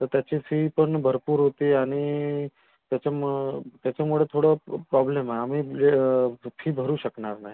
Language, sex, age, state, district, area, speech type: Marathi, male, 30-45, Maharashtra, Amravati, urban, conversation